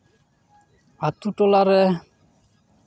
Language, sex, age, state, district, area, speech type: Santali, male, 30-45, West Bengal, Paschim Bardhaman, rural, spontaneous